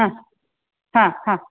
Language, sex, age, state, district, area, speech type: Marathi, female, 30-45, Maharashtra, Satara, rural, conversation